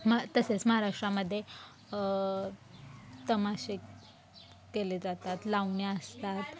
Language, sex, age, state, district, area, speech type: Marathi, female, 18-30, Maharashtra, Satara, urban, spontaneous